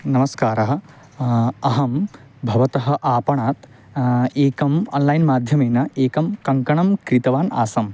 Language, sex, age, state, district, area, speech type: Sanskrit, male, 18-30, West Bengal, Paschim Medinipur, urban, spontaneous